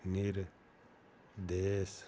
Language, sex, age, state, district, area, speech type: Punjabi, male, 45-60, Punjab, Fazilka, rural, spontaneous